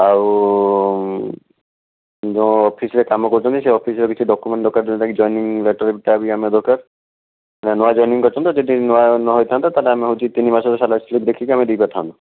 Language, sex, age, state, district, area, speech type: Odia, male, 45-60, Odisha, Bhadrak, rural, conversation